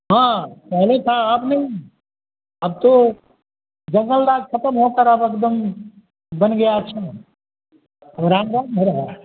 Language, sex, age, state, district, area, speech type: Hindi, male, 60+, Bihar, Madhepura, urban, conversation